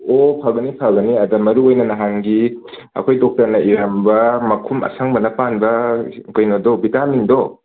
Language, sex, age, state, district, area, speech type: Manipuri, male, 45-60, Manipur, Imphal West, urban, conversation